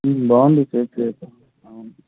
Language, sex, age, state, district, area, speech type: Telugu, female, 30-45, Andhra Pradesh, Konaseema, urban, conversation